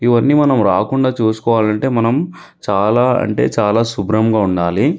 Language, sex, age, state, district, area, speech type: Telugu, male, 30-45, Telangana, Sangareddy, urban, spontaneous